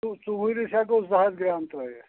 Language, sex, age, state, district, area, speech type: Kashmiri, male, 45-60, Jammu and Kashmir, Anantnag, rural, conversation